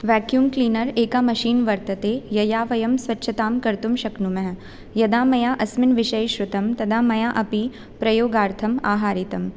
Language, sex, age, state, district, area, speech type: Sanskrit, female, 18-30, Rajasthan, Jaipur, urban, spontaneous